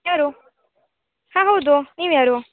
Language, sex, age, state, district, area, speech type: Kannada, female, 18-30, Karnataka, Uttara Kannada, rural, conversation